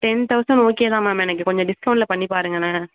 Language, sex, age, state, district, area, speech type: Tamil, female, 18-30, Tamil Nadu, Thanjavur, urban, conversation